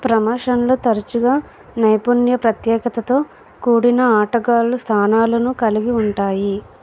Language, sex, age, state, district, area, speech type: Telugu, female, 45-60, Andhra Pradesh, Vizianagaram, rural, read